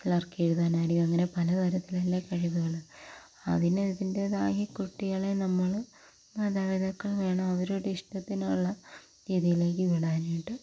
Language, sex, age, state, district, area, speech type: Malayalam, female, 18-30, Kerala, Palakkad, rural, spontaneous